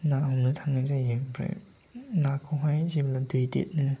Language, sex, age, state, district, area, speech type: Bodo, male, 30-45, Assam, Chirang, rural, spontaneous